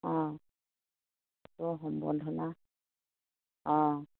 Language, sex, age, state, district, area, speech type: Assamese, female, 60+, Assam, Dhemaji, rural, conversation